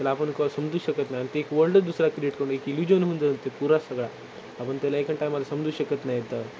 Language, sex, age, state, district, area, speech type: Marathi, male, 30-45, Maharashtra, Nanded, rural, spontaneous